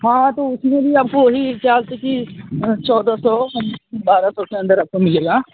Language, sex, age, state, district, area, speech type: Hindi, male, 18-30, Uttar Pradesh, Mirzapur, rural, conversation